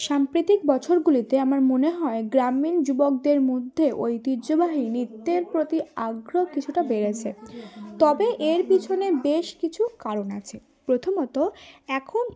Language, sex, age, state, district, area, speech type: Bengali, female, 18-30, West Bengal, Cooch Behar, urban, spontaneous